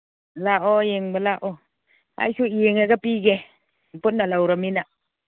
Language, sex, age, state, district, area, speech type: Manipuri, female, 60+, Manipur, Churachandpur, urban, conversation